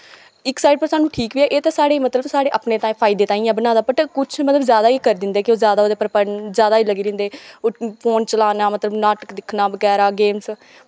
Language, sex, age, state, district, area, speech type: Dogri, female, 18-30, Jammu and Kashmir, Kathua, rural, spontaneous